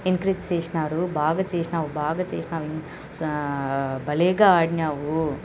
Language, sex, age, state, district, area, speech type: Telugu, female, 30-45, Andhra Pradesh, Annamaya, urban, spontaneous